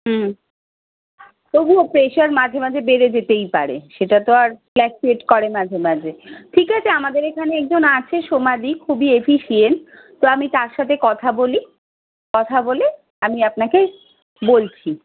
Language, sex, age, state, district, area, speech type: Bengali, female, 30-45, West Bengal, Darjeeling, rural, conversation